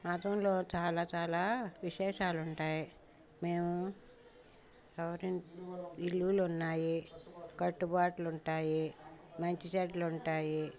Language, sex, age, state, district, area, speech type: Telugu, female, 60+, Andhra Pradesh, Bapatla, urban, spontaneous